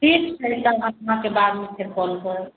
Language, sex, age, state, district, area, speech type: Maithili, male, 45-60, Bihar, Sitamarhi, urban, conversation